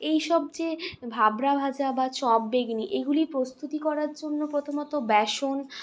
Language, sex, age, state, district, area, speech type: Bengali, female, 60+, West Bengal, Purulia, urban, spontaneous